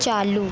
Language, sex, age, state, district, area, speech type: Hindi, female, 18-30, Madhya Pradesh, Harda, rural, read